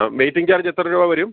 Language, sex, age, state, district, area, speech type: Malayalam, male, 45-60, Kerala, Alappuzha, rural, conversation